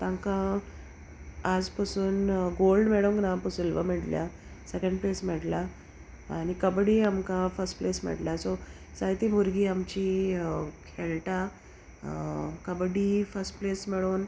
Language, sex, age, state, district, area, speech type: Goan Konkani, female, 30-45, Goa, Salcete, rural, spontaneous